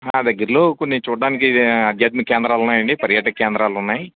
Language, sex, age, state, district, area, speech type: Telugu, male, 60+, Andhra Pradesh, Anakapalli, urban, conversation